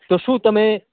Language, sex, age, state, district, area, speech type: Gujarati, male, 30-45, Gujarat, Surat, urban, conversation